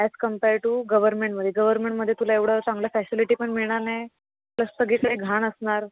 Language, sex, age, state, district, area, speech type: Marathi, female, 18-30, Maharashtra, Solapur, urban, conversation